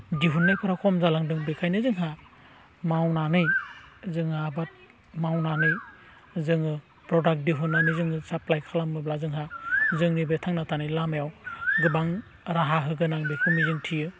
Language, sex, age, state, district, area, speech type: Bodo, male, 30-45, Assam, Udalguri, rural, spontaneous